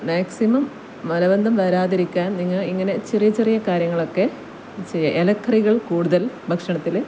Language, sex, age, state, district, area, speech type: Malayalam, female, 30-45, Kerala, Kasaragod, rural, spontaneous